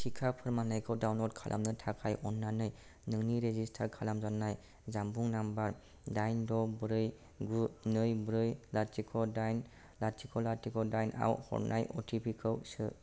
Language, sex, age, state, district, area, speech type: Bodo, male, 18-30, Assam, Kokrajhar, rural, read